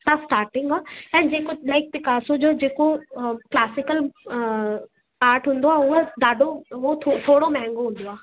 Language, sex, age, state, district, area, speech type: Sindhi, female, 18-30, Delhi, South Delhi, urban, conversation